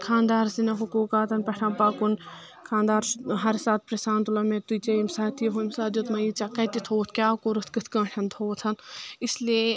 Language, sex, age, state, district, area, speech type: Kashmiri, female, 18-30, Jammu and Kashmir, Anantnag, rural, spontaneous